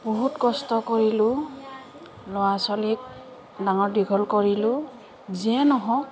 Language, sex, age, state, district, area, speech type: Assamese, female, 30-45, Assam, Kamrup Metropolitan, urban, spontaneous